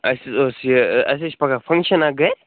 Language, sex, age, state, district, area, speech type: Kashmiri, male, 18-30, Jammu and Kashmir, Kupwara, urban, conversation